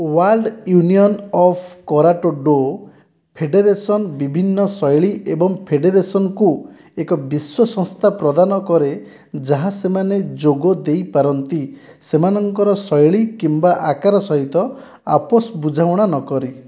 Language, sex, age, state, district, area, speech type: Odia, male, 18-30, Odisha, Dhenkanal, rural, read